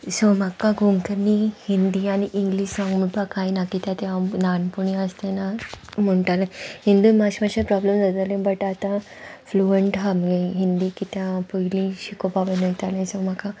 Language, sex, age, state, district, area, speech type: Goan Konkani, female, 18-30, Goa, Sanguem, rural, spontaneous